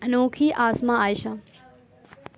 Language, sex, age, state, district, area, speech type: Urdu, female, 18-30, Bihar, Khagaria, rural, spontaneous